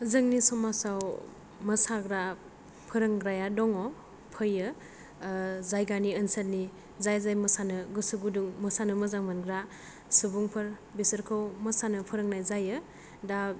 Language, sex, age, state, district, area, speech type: Bodo, female, 18-30, Assam, Kokrajhar, rural, spontaneous